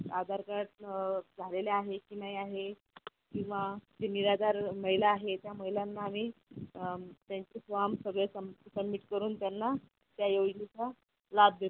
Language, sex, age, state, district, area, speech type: Marathi, female, 30-45, Maharashtra, Akola, urban, conversation